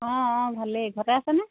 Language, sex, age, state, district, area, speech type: Assamese, female, 30-45, Assam, Sivasagar, rural, conversation